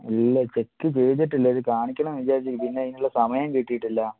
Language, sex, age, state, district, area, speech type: Malayalam, male, 30-45, Kerala, Wayanad, rural, conversation